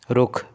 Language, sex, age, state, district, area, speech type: Punjabi, male, 30-45, Punjab, Shaheed Bhagat Singh Nagar, rural, read